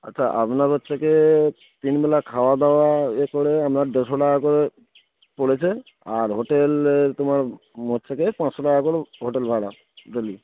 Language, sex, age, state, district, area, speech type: Bengali, male, 30-45, West Bengal, Darjeeling, rural, conversation